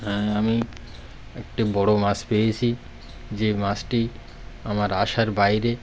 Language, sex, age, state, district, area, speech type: Bengali, male, 30-45, West Bengal, Birbhum, urban, spontaneous